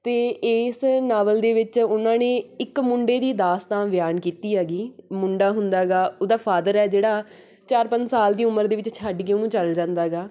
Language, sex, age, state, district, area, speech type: Punjabi, female, 18-30, Punjab, Patiala, urban, spontaneous